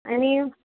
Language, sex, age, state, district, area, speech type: Goan Konkani, female, 18-30, Goa, Murmgao, urban, conversation